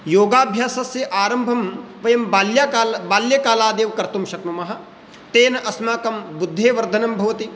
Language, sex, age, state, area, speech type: Sanskrit, male, 30-45, Rajasthan, urban, spontaneous